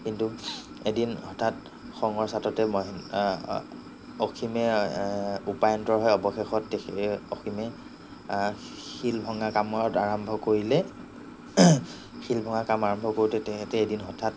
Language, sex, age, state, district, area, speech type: Assamese, male, 45-60, Assam, Nagaon, rural, spontaneous